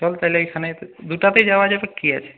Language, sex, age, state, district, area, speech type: Bengali, male, 18-30, West Bengal, Purulia, urban, conversation